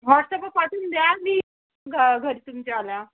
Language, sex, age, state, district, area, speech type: Marathi, female, 30-45, Maharashtra, Thane, urban, conversation